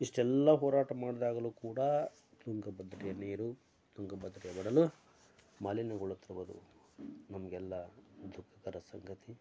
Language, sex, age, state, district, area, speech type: Kannada, male, 45-60, Karnataka, Koppal, rural, spontaneous